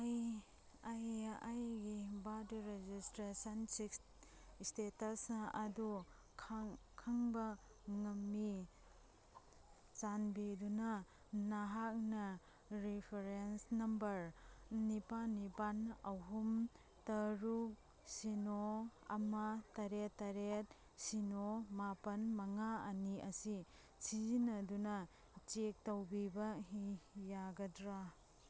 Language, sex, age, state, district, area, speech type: Manipuri, female, 30-45, Manipur, Kangpokpi, urban, read